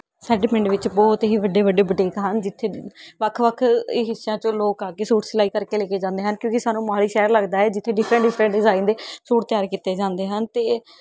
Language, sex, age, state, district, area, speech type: Punjabi, female, 18-30, Punjab, Mohali, rural, spontaneous